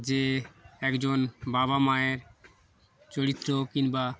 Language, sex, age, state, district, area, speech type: Bengali, male, 30-45, West Bengal, Darjeeling, urban, spontaneous